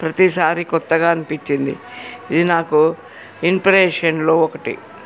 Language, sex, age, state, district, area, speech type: Telugu, female, 60+, Telangana, Hyderabad, urban, spontaneous